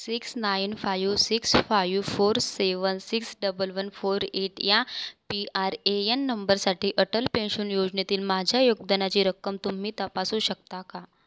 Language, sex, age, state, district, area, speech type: Marathi, female, 18-30, Maharashtra, Buldhana, rural, read